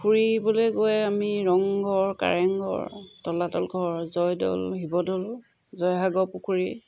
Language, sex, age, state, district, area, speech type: Assamese, female, 30-45, Assam, Jorhat, urban, spontaneous